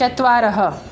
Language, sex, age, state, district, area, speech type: Sanskrit, female, 45-60, Maharashtra, Nagpur, urban, read